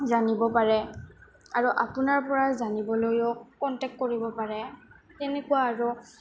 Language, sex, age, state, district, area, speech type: Assamese, female, 18-30, Assam, Goalpara, urban, spontaneous